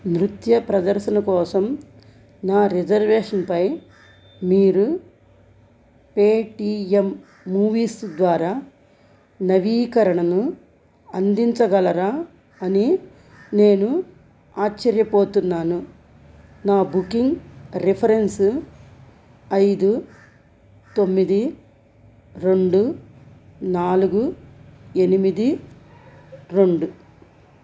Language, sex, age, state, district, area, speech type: Telugu, female, 45-60, Andhra Pradesh, Krishna, rural, read